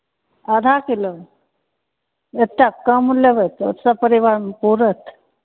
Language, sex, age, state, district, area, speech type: Maithili, female, 45-60, Bihar, Begusarai, rural, conversation